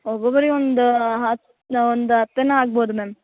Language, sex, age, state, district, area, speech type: Kannada, female, 18-30, Karnataka, Bellary, rural, conversation